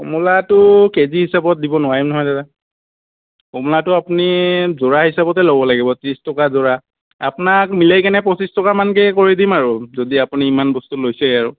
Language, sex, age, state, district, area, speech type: Assamese, male, 60+, Assam, Morigaon, rural, conversation